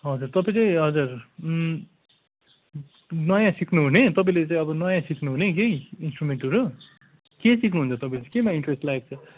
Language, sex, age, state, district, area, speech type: Nepali, male, 45-60, West Bengal, Kalimpong, rural, conversation